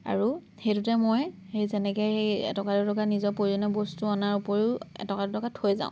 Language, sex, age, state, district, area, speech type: Assamese, female, 18-30, Assam, Lakhimpur, urban, spontaneous